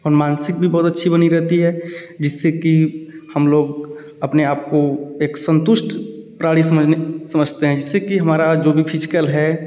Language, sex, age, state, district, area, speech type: Hindi, male, 30-45, Uttar Pradesh, Varanasi, urban, spontaneous